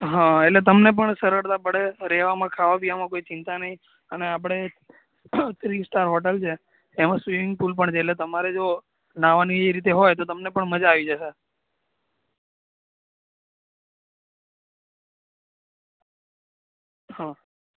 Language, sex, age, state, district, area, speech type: Gujarati, male, 18-30, Gujarat, Anand, urban, conversation